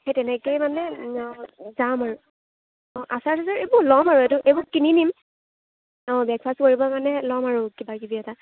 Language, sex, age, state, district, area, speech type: Assamese, female, 18-30, Assam, Lakhimpur, rural, conversation